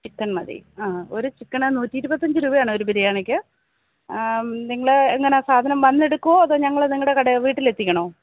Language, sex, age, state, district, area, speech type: Malayalam, female, 45-60, Kerala, Thiruvananthapuram, urban, conversation